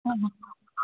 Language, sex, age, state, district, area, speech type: Marathi, female, 18-30, Maharashtra, Pune, urban, conversation